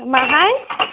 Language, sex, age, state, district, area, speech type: Bodo, female, 18-30, Assam, Udalguri, rural, conversation